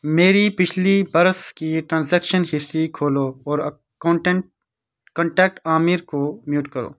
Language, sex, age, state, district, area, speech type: Urdu, male, 18-30, Jammu and Kashmir, Srinagar, urban, read